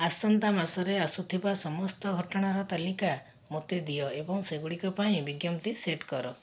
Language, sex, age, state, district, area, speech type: Odia, female, 45-60, Odisha, Puri, urban, read